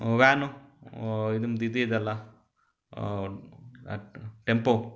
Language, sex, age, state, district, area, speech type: Kannada, male, 30-45, Karnataka, Chitradurga, rural, spontaneous